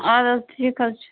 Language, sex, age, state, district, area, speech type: Kashmiri, female, 18-30, Jammu and Kashmir, Budgam, rural, conversation